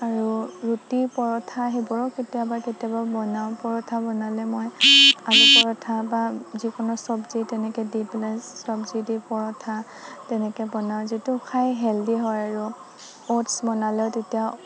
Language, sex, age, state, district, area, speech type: Assamese, female, 30-45, Assam, Nagaon, rural, spontaneous